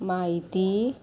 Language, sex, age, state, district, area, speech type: Goan Konkani, female, 30-45, Goa, Murmgao, rural, read